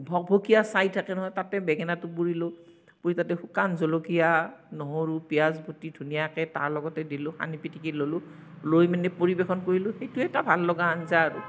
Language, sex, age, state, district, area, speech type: Assamese, female, 45-60, Assam, Barpeta, rural, spontaneous